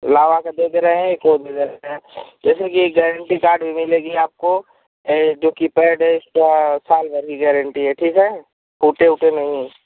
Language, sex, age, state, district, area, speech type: Hindi, male, 18-30, Uttar Pradesh, Ghazipur, urban, conversation